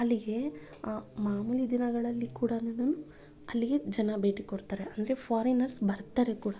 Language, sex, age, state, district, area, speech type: Kannada, female, 30-45, Karnataka, Bangalore Urban, urban, spontaneous